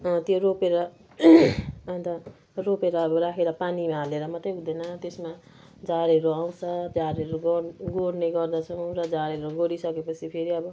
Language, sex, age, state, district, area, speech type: Nepali, female, 60+, West Bengal, Kalimpong, rural, spontaneous